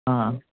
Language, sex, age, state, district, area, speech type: Manipuri, male, 45-60, Manipur, Imphal West, urban, conversation